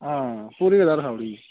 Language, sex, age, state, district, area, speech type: Dogri, male, 18-30, Jammu and Kashmir, Udhampur, rural, conversation